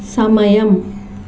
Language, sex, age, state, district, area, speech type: Telugu, female, 60+, Andhra Pradesh, Chittoor, rural, read